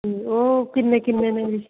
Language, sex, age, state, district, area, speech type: Punjabi, female, 60+, Punjab, Barnala, rural, conversation